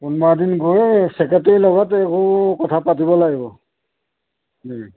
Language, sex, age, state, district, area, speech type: Assamese, male, 45-60, Assam, Majuli, rural, conversation